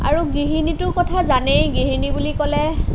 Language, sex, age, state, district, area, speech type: Assamese, female, 30-45, Assam, Kamrup Metropolitan, urban, spontaneous